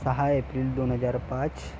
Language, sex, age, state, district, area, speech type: Marathi, male, 18-30, Maharashtra, Nagpur, urban, spontaneous